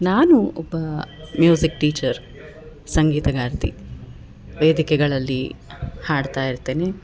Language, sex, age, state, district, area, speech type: Kannada, female, 30-45, Karnataka, Bellary, rural, spontaneous